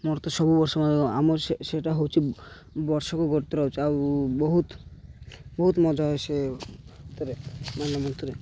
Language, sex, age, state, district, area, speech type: Odia, male, 18-30, Odisha, Malkangiri, urban, spontaneous